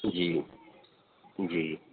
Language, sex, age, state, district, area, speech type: Urdu, male, 30-45, Telangana, Hyderabad, urban, conversation